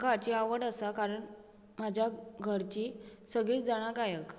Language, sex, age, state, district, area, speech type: Goan Konkani, female, 18-30, Goa, Bardez, rural, spontaneous